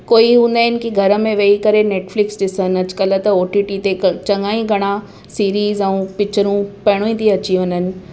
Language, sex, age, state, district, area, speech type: Sindhi, female, 30-45, Maharashtra, Mumbai Suburban, urban, spontaneous